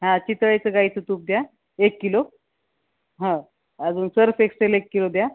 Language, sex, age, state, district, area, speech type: Marathi, female, 45-60, Maharashtra, Nanded, rural, conversation